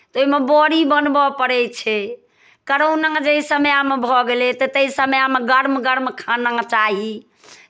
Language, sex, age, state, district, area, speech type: Maithili, female, 60+, Bihar, Darbhanga, rural, spontaneous